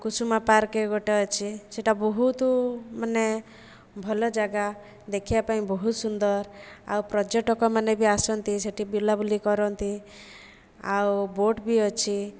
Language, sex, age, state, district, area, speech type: Odia, female, 30-45, Odisha, Jajpur, rural, spontaneous